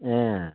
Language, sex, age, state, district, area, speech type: Nepali, male, 45-60, West Bengal, Kalimpong, rural, conversation